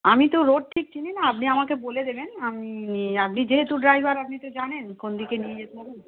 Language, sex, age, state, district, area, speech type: Bengali, female, 60+, West Bengal, Hooghly, rural, conversation